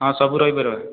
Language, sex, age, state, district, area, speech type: Odia, male, 18-30, Odisha, Khordha, rural, conversation